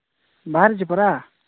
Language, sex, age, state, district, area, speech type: Odia, male, 45-60, Odisha, Nabarangpur, rural, conversation